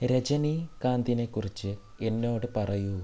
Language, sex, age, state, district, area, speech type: Malayalam, male, 18-30, Kerala, Thiruvananthapuram, rural, read